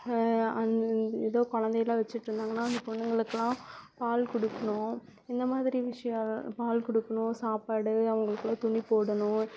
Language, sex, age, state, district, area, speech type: Tamil, female, 18-30, Tamil Nadu, Namakkal, rural, spontaneous